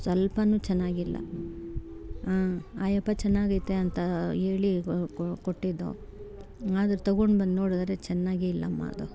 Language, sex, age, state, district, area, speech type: Kannada, female, 30-45, Karnataka, Bangalore Rural, rural, spontaneous